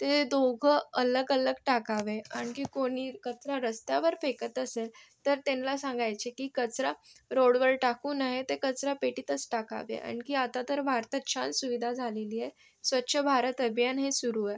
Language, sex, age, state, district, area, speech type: Marathi, female, 18-30, Maharashtra, Yavatmal, urban, spontaneous